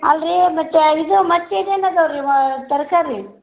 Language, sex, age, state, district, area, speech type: Kannada, female, 60+, Karnataka, Koppal, rural, conversation